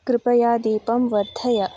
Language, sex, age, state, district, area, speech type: Sanskrit, female, 18-30, Karnataka, Uttara Kannada, rural, read